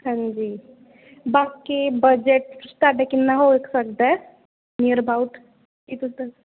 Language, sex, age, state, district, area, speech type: Punjabi, female, 18-30, Punjab, Faridkot, urban, conversation